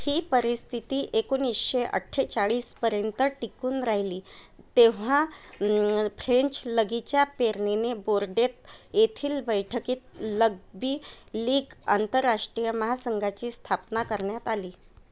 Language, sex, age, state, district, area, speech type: Marathi, female, 30-45, Maharashtra, Amravati, urban, read